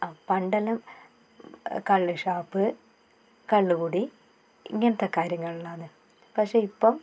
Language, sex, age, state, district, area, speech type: Malayalam, female, 30-45, Kerala, Kannur, rural, spontaneous